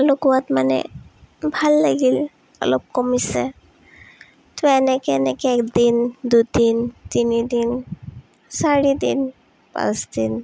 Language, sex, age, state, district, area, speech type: Assamese, female, 18-30, Assam, Sonitpur, rural, spontaneous